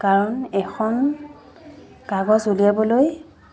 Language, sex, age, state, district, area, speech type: Assamese, female, 30-45, Assam, Dibrugarh, rural, spontaneous